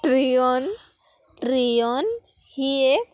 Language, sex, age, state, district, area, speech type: Goan Konkani, female, 18-30, Goa, Salcete, rural, spontaneous